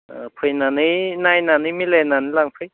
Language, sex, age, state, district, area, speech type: Bodo, male, 45-60, Assam, Udalguri, rural, conversation